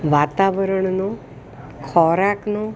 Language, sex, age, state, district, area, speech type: Gujarati, female, 60+, Gujarat, Valsad, urban, spontaneous